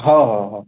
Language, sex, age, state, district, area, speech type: Marathi, male, 18-30, Maharashtra, Wardha, urban, conversation